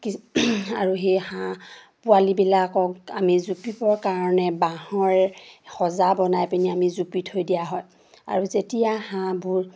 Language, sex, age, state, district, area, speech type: Assamese, female, 30-45, Assam, Charaideo, rural, spontaneous